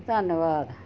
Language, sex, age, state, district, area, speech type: Punjabi, female, 60+, Punjab, Ludhiana, rural, spontaneous